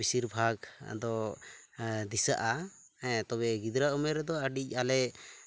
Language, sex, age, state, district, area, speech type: Santali, male, 18-30, West Bengal, Purulia, rural, spontaneous